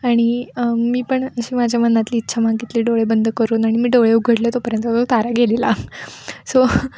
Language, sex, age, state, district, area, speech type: Marathi, female, 18-30, Maharashtra, Kolhapur, urban, spontaneous